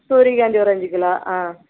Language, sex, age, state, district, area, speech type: Tamil, female, 60+, Tamil Nadu, Madurai, rural, conversation